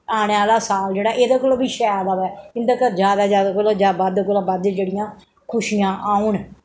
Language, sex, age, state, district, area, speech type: Dogri, female, 60+, Jammu and Kashmir, Reasi, urban, spontaneous